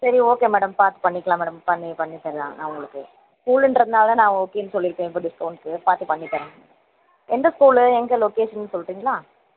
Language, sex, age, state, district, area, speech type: Tamil, female, 30-45, Tamil Nadu, Chennai, urban, conversation